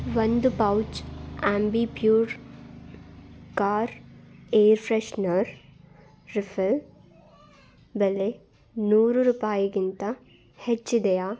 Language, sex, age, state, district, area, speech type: Kannada, female, 18-30, Karnataka, Bidar, urban, read